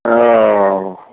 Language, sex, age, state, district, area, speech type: Assamese, male, 60+, Assam, Golaghat, urban, conversation